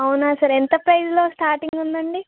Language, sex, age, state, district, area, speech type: Telugu, female, 18-30, Telangana, Khammam, rural, conversation